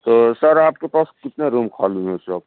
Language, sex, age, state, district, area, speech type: Urdu, male, 60+, Uttar Pradesh, Lucknow, urban, conversation